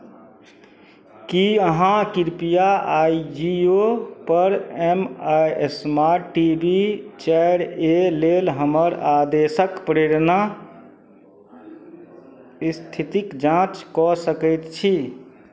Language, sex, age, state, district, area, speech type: Maithili, male, 45-60, Bihar, Madhubani, rural, read